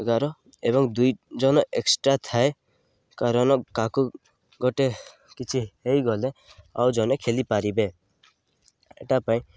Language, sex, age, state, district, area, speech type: Odia, male, 18-30, Odisha, Malkangiri, urban, spontaneous